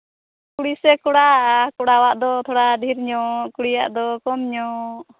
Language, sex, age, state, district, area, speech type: Santali, female, 18-30, Jharkhand, Pakur, rural, conversation